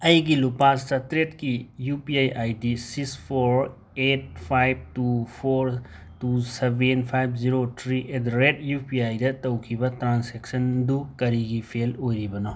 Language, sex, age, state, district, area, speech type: Manipuri, male, 18-30, Manipur, Imphal West, rural, read